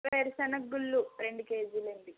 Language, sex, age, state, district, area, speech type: Telugu, female, 30-45, Andhra Pradesh, East Godavari, rural, conversation